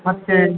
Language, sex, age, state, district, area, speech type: Kannada, male, 60+, Karnataka, Udupi, rural, conversation